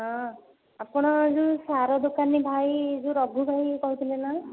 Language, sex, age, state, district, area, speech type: Odia, female, 30-45, Odisha, Khordha, rural, conversation